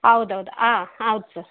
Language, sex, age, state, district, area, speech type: Kannada, female, 45-60, Karnataka, Chikkaballapur, rural, conversation